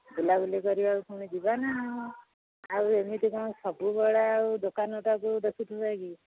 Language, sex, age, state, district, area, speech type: Odia, female, 45-60, Odisha, Angul, rural, conversation